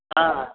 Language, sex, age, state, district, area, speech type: Odia, male, 60+, Odisha, Gajapati, rural, conversation